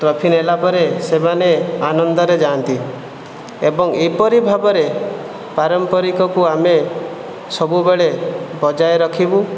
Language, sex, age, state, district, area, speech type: Odia, male, 18-30, Odisha, Jajpur, rural, spontaneous